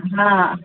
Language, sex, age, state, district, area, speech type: Maithili, female, 45-60, Bihar, Begusarai, urban, conversation